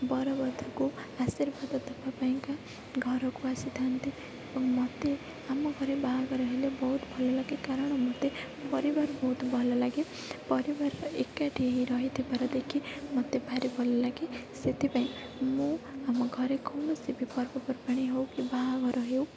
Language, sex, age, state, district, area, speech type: Odia, female, 18-30, Odisha, Rayagada, rural, spontaneous